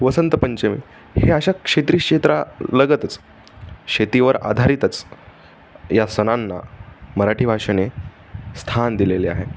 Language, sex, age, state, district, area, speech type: Marathi, male, 18-30, Maharashtra, Pune, urban, spontaneous